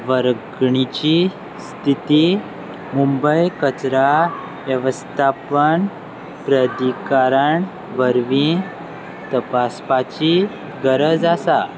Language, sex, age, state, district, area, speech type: Goan Konkani, male, 18-30, Goa, Salcete, rural, read